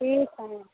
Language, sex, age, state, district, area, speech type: Hindi, female, 30-45, Uttar Pradesh, Bhadohi, rural, conversation